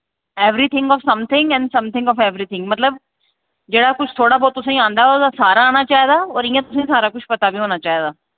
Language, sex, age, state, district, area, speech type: Dogri, female, 30-45, Jammu and Kashmir, Jammu, urban, conversation